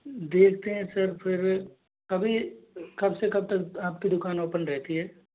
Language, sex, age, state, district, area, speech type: Hindi, male, 60+, Rajasthan, Jaipur, urban, conversation